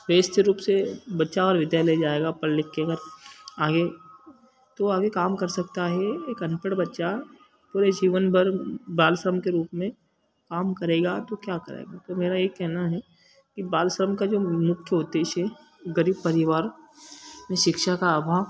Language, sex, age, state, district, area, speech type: Hindi, male, 18-30, Madhya Pradesh, Ujjain, rural, spontaneous